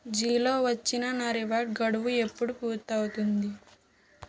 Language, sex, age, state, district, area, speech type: Telugu, female, 18-30, Andhra Pradesh, Anakapalli, rural, read